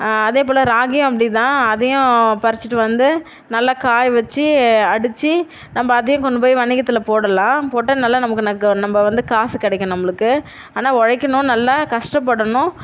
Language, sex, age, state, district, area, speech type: Tamil, female, 30-45, Tamil Nadu, Tiruvannamalai, urban, spontaneous